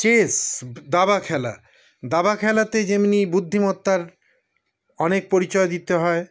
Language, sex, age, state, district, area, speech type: Bengali, male, 60+, West Bengal, Paschim Bardhaman, urban, spontaneous